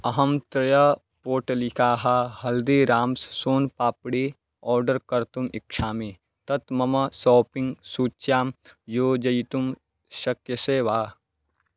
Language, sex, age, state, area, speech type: Sanskrit, male, 18-30, Bihar, rural, read